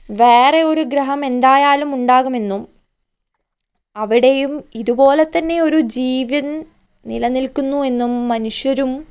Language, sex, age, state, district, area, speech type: Malayalam, female, 30-45, Kerala, Wayanad, rural, spontaneous